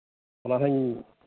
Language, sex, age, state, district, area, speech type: Santali, male, 45-60, West Bengal, Malda, rural, conversation